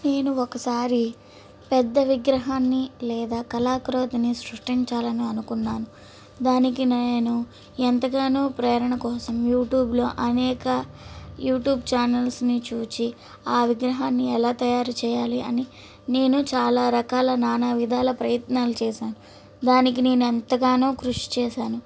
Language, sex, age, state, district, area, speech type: Telugu, female, 18-30, Andhra Pradesh, Guntur, urban, spontaneous